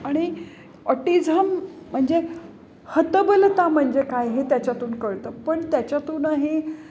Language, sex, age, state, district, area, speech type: Marathi, female, 60+, Maharashtra, Pune, urban, spontaneous